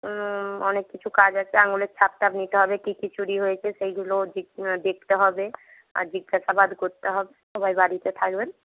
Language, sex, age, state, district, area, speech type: Bengali, female, 60+, West Bengal, Jhargram, rural, conversation